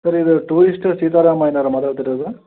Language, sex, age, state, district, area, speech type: Kannada, male, 18-30, Karnataka, Chitradurga, urban, conversation